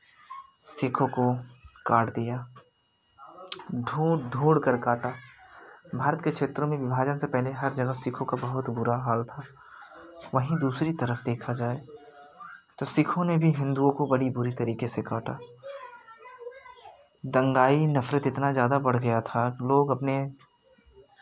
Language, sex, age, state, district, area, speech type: Hindi, male, 30-45, Uttar Pradesh, Jaunpur, rural, spontaneous